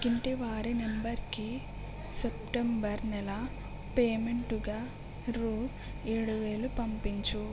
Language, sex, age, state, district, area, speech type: Telugu, female, 18-30, Andhra Pradesh, West Godavari, rural, read